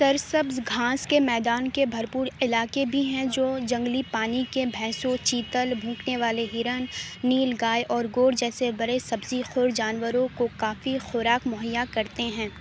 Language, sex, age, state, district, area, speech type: Urdu, female, 30-45, Uttar Pradesh, Aligarh, rural, read